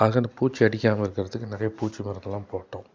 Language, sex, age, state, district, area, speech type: Tamil, male, 30-45, Tamil Nadu, Salem, urban, spontaneous